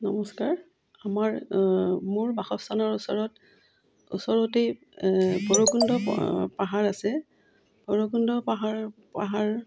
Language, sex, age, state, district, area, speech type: Assamese, female, 45-60, Assam, Udalguri, rural, spontaneous